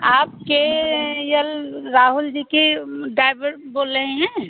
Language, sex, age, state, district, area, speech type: Hindi, female, 60+, Uttar Pradesh, Ayodhya, rural, conversation